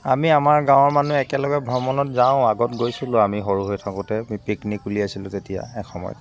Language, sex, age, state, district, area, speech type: Assamese, male, 45-60, Assam, Dibrugarh, rural, spontaneous